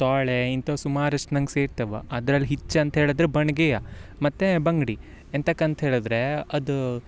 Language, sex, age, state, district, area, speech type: Kannada, male, 18-30, Karnataka, Uttara Kannada, rural, spontaneous